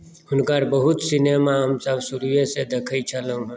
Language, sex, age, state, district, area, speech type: Maithili, male, 45-60, Bihar, Madhubani, rural, spontaneous